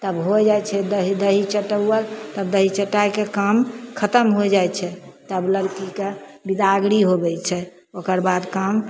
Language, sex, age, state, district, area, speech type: Maithili, female, 60+, Bihar, Begusarai, rural, spontaneous